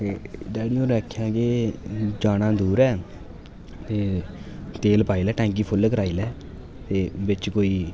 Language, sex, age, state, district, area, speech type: Dogri, male, 18-30, Jammu and Kashmir, Udhampur, urban, spontaneous